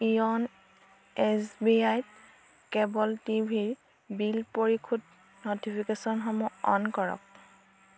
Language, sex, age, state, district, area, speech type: Assamese, female, 30-45, Assam, Dhemaji, rural, read